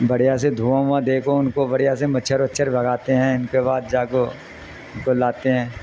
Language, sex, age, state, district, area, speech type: Urdu, male, 60+, Bihar, Darbhanga, rural, spontaneous